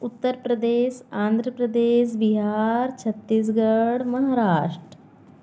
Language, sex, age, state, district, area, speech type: Hindi, female, 30-45, Madhya Pradesh, Bhopal, rural, spontaneous